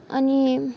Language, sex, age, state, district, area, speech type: Nepali, female, 18-30, West Bengal, Kalimpong, rural, spontaneous